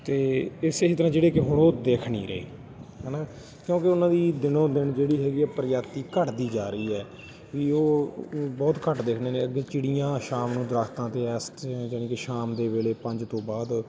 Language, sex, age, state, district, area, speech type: Punjabi, male, 30-45, Punjab, Bathinda, rural, spontaneous